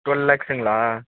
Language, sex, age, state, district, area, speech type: Tamil, male, 18-30, Tamil Nadu, Perambalur, rural, conversation